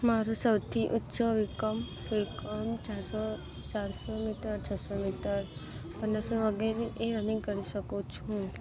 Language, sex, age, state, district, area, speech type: Gujarati, female, 18-30, Gujarat, Narmada, urban, spontaneous